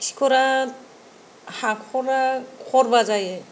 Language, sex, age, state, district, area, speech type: Bodo, female, 60+, Assam, Kokrajhar, rural, spontaneous